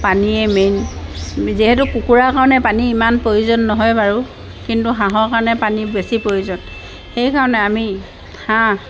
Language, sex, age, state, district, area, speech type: Assamese, female, 60+, Assam, Dibrugarh, rural, spontaneous